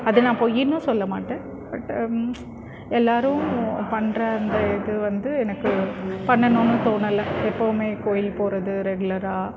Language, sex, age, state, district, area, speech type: Tamil, female, 30-45, Tamil Nadu, Krishnagiri, rural, spontaneous